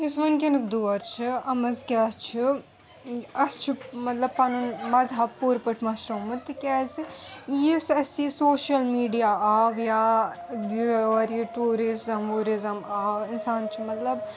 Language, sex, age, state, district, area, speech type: Kashmiri, female, 18-30, Jammu and Kashmir, Srinagar, urban, spontaneous